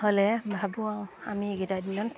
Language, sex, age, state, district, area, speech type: Assamese, female, 30-45, Assam, Lakhimpur, rural, spontaneous